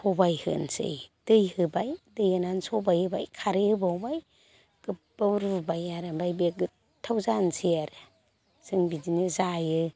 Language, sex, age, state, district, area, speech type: Bodo, female, 60+, Assam, Chirang, rural, spontaneous